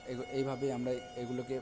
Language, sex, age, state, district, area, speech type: Bengali, male, 30-45, West Bengal, Purba Bardhaman, rural, spontaneous